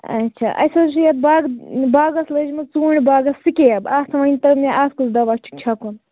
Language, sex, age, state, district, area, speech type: Kashmiri, female, 18-30, Jammu and Kashmir, Baramulla, rural, conversation